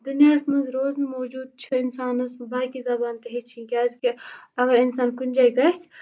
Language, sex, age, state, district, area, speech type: Kashmiri, female, 30-45, Jammu and Kashmir, Kupwara, rural, spontaneous